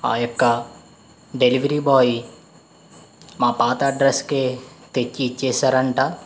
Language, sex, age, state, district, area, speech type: Telugu, male, 18-30, Andhra Pradesh, East Godavari, urban, spontaneous